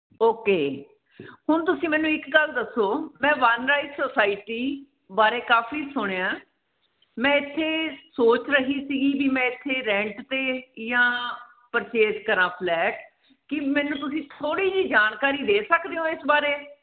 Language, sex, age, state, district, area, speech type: Punjabi, female, 45-60, Punjab, Mohali, urban, conversation